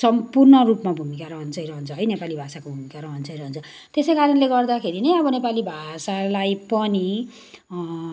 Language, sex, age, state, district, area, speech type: Nepali, female, 30-45, West Bengal, Kalimpong, rural, spontaneous